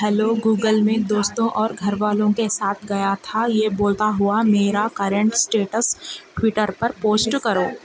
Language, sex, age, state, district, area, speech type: Urdu, female, 18-30, Telangana, Hyderabad, urban, read